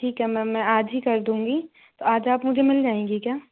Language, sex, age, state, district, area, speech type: Hindi, female, 45-60, Madhya Pradesh, Bhopal, urban, conversation